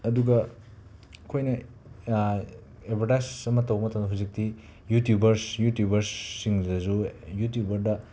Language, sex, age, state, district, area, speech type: Manipuri, male, 30-45, Manipur, Imphal West, urban, spontaneous